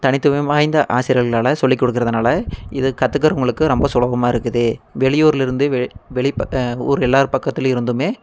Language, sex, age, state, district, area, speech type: Tamil, male, 18-30, Tamil Nadu, Erode, rural, spontaneous